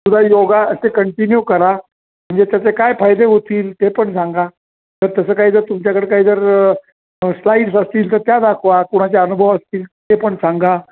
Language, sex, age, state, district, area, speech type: Marathi, male, 60+, Maharashtra, Kolhapur, urban, conversation